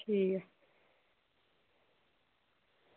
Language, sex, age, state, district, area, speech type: Dogri, female, 30-45, Jammu and Kashmir, Reasi, rural, conversation